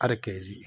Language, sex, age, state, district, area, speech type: Malayalam, male, 45-60, Kerala, Palakkad, rural, spontaneous